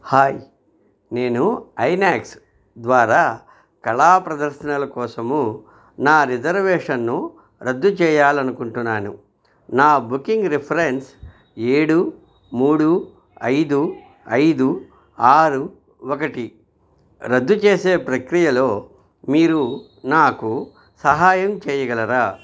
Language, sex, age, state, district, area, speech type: Telugu, male, 45-60, Andhra Pradesh, Krishna, rural, read